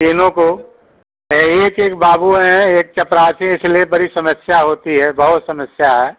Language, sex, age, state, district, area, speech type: Hindi, male, 60+, Uttar Pradesh, Azamgarh, rural, conversation